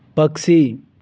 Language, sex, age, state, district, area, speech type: Hindi, male, 18-30, Rajasthan, Jaipur, urban, read